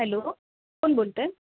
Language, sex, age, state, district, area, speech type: Marathi, female, 18-30, Maharashtra, Osmanabad, rural, conversation